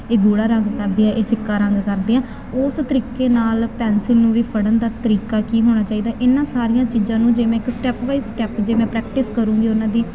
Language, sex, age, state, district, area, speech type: Punjabi, female, 18-30, Punjab, Faridkot, urban, spontaneous